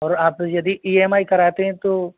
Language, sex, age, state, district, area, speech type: Hindi, male, 18-30, Madhya Pradesh, Ujjain, urban, conversation